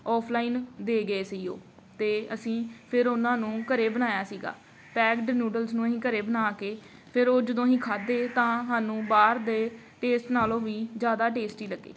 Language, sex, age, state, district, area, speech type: Punjabi, female, 18-30, Punjab, Amritsar, urban, spontaneous